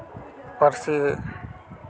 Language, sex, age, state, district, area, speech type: Santali, male, 30-45, West Bengal, Paschim Bardhaman, rural, spontaneous